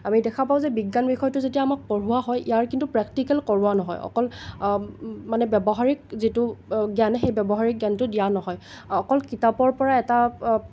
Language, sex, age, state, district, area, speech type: Assamese, male, 30-45, Assam, Nalbari, rural, spontaneous